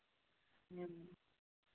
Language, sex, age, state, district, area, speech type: Santali, male, 18-30, Jharkhand, Pakur, rural, conversation